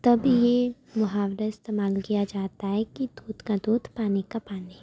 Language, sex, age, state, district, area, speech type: Urdu, female, 18-30, Uttar Pradesh, Gautam Buddha Nagar, urban, spontaneous